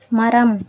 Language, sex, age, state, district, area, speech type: Tamil, female, 18-30, Tamil Nadu, Madurai, rural, read